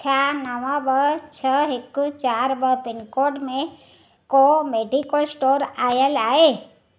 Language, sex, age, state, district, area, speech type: Sindhi, female, 45-60, Gujarat, Ahmedabad, rural, read